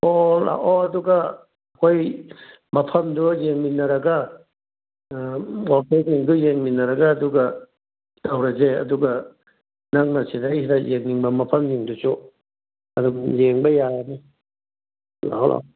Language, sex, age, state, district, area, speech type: Manipuri, male, 45-60, Manipur, Imphal West, urban, conversation